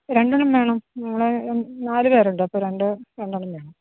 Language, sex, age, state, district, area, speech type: Malayalam, female, 30-45, Kerala, Idukki, rural, conversation